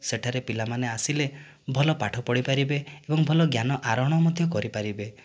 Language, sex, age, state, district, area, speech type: Odia, male, 30-45, Odisha, Kandhamal, rural, spontaneous